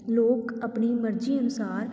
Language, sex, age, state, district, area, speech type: Punjabi, female, 18-30, Punjab, Tarn Taran, urban, spontaneous